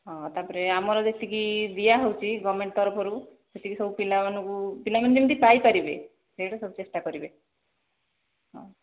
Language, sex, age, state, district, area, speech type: Odia, female, 45-60, Odisha, Kandhamal, rural, conversation